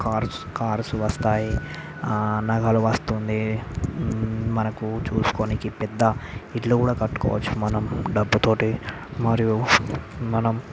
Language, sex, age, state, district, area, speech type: Telugu, male, 30-45, Andhra Pradesh, Visakhapatnam, urban, spontaneous